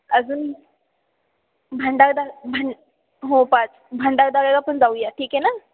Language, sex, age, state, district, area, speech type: Marathi, female, 18-30, Maharashtra, Ahmednagar, rural, conversation